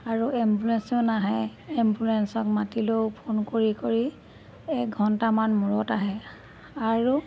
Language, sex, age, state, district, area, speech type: Assamese, female, 45-60, Assam, Golaghat, rural, spontaneous